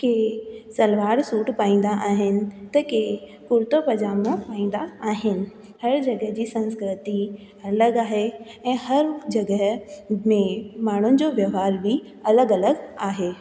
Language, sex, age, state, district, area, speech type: Sindhi, female, 18-30, Rajasthan, Ajmer, urban, spontaneous